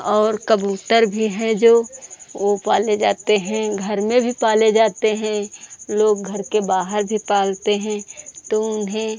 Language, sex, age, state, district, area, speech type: Hindi, female, 45-60, Uttar Pradesh, Lucknow, rural, spontaneous